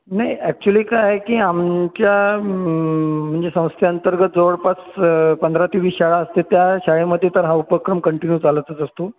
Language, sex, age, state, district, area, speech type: Marathi, male, 30-45, Maharashtra, Buldhana, urban, conversation